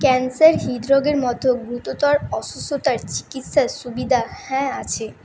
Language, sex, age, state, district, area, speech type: Bengali, female, 18-30, West Bengal, Paschim Bardhaman, urban, spontaneous